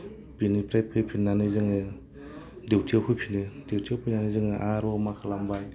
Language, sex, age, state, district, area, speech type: Bodo, male, 30-45, Assam, Kokrajhar, rural, spontaneous